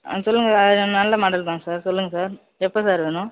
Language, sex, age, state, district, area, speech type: Tamil, male, 18-30, Tamil Nadu, Mayiladuthurai, urban, conversation